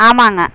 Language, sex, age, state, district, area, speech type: Tamil, female, 60+, Tamil Nadu, Erode, urban, spontaneous